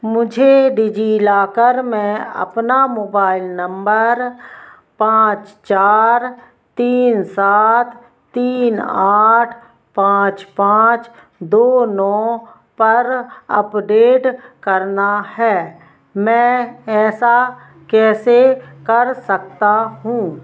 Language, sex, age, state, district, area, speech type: Hindi, female, 45-60, Madhya Pradesh, Narsinghpur, rural, read